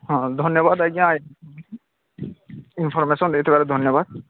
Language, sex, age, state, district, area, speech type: Odia, male, 30-45, Odisha, Bargarh, urban, conversation